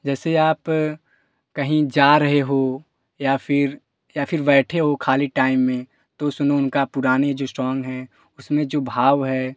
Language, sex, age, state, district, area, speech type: Hindi, male, 18-30, Uttar Pradesh, Jaunpur, rural, spontaneous